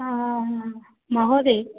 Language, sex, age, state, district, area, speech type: Sanskrit, female, 30-45, Telangana, Ranga Reddy, urban, conversation